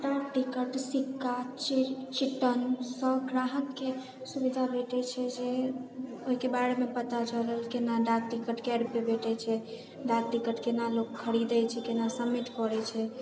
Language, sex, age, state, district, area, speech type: Maithili, female, 18-30, Bihar, Sitamarhi, urban, spontaneous